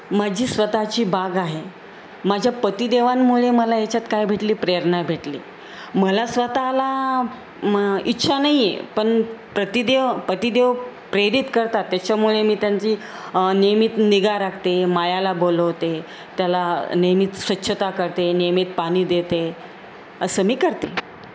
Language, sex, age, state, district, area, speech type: Marathi, female, 45-60, Maharashtra, Jalna, urban, spontaneous